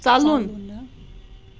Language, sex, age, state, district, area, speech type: Kashmiri, female, 30-45, Jammu and Kashmir, Bandipora, rural, read